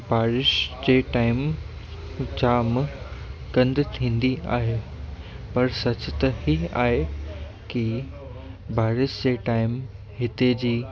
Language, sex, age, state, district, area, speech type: Sindhi, male, 18-30, Gujarat, Kutch, urban, spontaneous